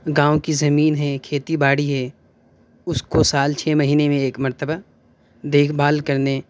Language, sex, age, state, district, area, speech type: Urdu, male, 18-30, Delhi, South Delhi, urban, spontaneous